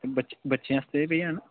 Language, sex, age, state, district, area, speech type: Dogri, male, 30-45, Jammu and Kashmir, Udhampur, rural, conversation